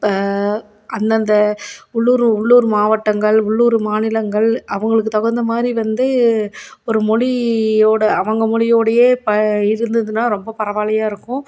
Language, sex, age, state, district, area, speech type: Tamil, female, 30-45, Tamil Nadu, Salem, rural, spontaneous